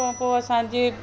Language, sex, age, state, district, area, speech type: Sindhi, female, 45-60, Delhi, South Delhi, urban, spontaneous